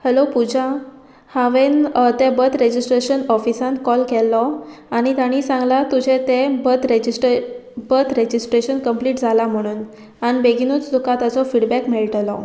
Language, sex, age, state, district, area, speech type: Goan Konkani, female, 18-30, Goa, Murmgao, rural, spontaneous